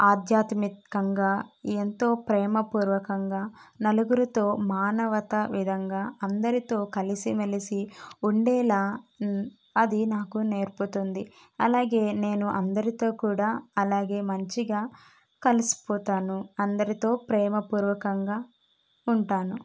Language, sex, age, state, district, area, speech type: Telugu, female, 18-30, Andhra Pradesh, Kadapa, urban, spontaneous